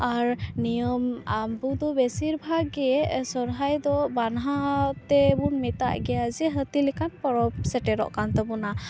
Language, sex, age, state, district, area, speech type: Santali, female, 18-30, West Bengal, Purba Bardhaman, rural, spontaneous